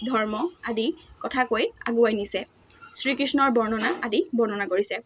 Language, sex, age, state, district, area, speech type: Assamese, female, 18-30, Assam, Dhemaji, urban, spontaneous